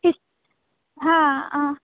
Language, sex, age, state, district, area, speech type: Kannada, female, 18-30, Karnataka, Tumkur, rural, conversation